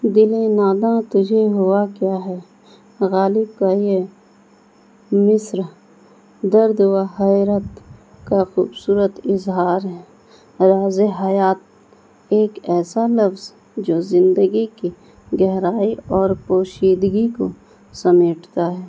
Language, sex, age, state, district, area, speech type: Urdu, female, 30-45, Bihar, Gaya, rural, spontaneous